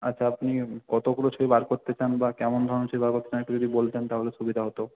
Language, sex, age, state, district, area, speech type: Bengali, male, 18-30, West Bengal, South 24 Parganas, rural, conversation